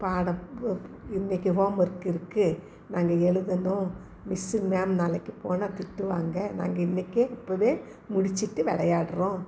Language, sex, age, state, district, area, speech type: Tamil, female, 60+, Tamil Nadu, Salem, rural, spontaneous